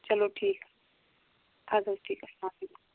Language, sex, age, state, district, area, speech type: Kashmiri, female, 18-30, Jammu and Kashmir, Pulwama, rural, conversation